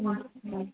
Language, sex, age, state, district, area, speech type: Urdu, female, 30-45, Uttar Pradesh, Rampur, urban, conversation